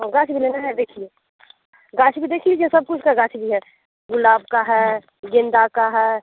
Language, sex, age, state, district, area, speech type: Hindi, female, 30-45, Bihar, Muzaffarpur, rural, conversation